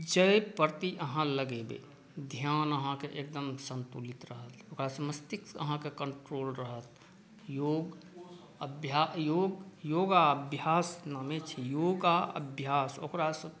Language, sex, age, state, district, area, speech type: Maithili, male, 60+, Bihar, Saharsa, urban, spontaneous